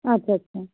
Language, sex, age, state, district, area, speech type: Bengali, female, 60+, West Bengal, Nadia, rural, conversation